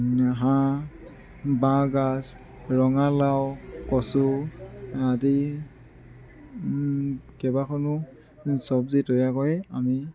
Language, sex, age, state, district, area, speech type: Assamese, male, 30-45, Assam, Tinsukia, rural, spontaneous